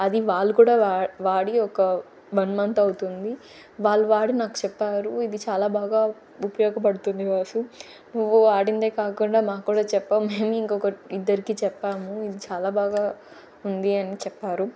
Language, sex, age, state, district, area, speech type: Telugu, female, 30-45, Andhra Pradesh, Chittoor, rural, spontaneous